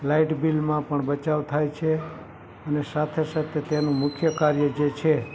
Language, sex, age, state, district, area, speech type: Gujarati, male, 18-30, Gujarat, Morbi, urban, spontaneous